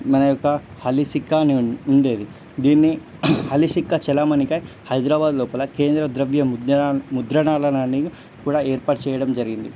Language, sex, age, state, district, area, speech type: Telugu, male, 18-30, Telangana, Medchal, rural, spontaneous